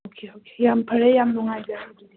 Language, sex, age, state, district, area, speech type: Manipuri, female, 45-60, Manipur, Churachandpur, rural, conversation